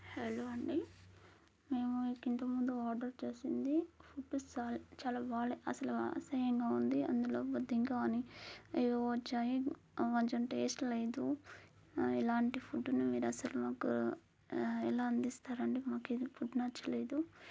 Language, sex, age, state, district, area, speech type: Telugu, female, 30-45, Telangana, Warangal, rural, spontaneous